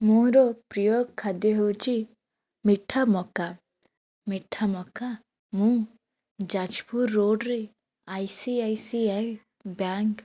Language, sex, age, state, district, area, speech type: Odia, female, 18-30, Odisha, Bhadrak, rural, spontaneous